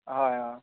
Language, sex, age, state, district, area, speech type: Assamese, male, 30-45, Assam, Biswanath, rural, conversation